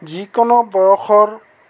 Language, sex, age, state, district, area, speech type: Assamese, male, 60+, Assam, Goalpara, urban, spontaneous